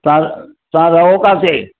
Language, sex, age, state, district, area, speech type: Sindhi, male, 60+, Maharashtra, Mumbai Suburban, urban, conversation